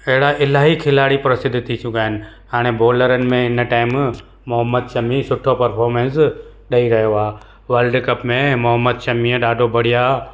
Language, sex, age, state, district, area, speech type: Sindhi, male, 45-60, Gujarat, Surat, urban, spontaneous